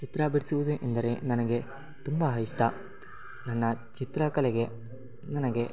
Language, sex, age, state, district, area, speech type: Kannada, male, 18-30, Karnataka, Shimoga, rural, spontaneous